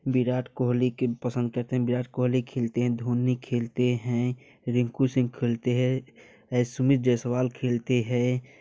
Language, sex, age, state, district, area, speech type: Hindi, male, 18-30, Uttar Pradesh, Jaunpur, rural, spontaneous